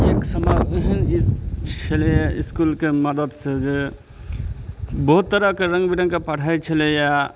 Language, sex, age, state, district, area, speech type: Maithili, male, 30-45, Bihar, Madhubani, rural, spontaneous